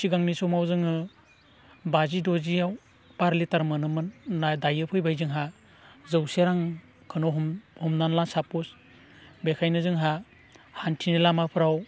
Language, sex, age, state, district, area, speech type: Bodo, male, 30-45, Assam, Udalguri, rural, spontaneous